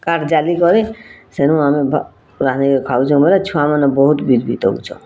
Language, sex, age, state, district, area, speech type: Odia, female, 45-60, Odisha, Bargarh, rural, spontaneous